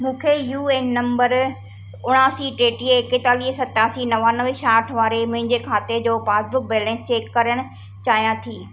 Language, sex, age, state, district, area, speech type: Sindhi, female, 45-60, Maharashtra, Thane, urban, read